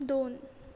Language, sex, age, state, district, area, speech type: Goan Konkani, female, 18-30, Goa, Quepem, rural, read